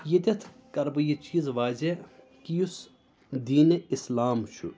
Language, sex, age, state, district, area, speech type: Kashmiri, male, 30-45, Jammu and Kashmir, Srinagar, urban, spontaneous